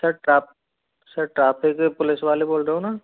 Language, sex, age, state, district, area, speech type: Hindi, male, 30-45, Rajasthan, Jodhpur, rural, conversation